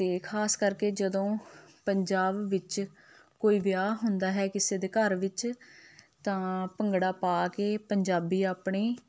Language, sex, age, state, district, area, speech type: Punjabi, female, 30-45, Punjab, Hoshiarpur, rural, spontaneous